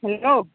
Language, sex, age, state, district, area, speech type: Assamese, female, 60+, Assam, Dhemaji, rural, conversation